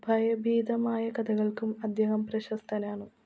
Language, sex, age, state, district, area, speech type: Malayalam, female, 18-30, Kerala, Ernakulam, rural, read